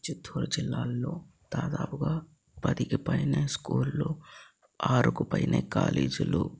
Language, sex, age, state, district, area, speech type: Telugu, male, 30-45, Andhra Pradesh, Chittoor, urban, spontaneous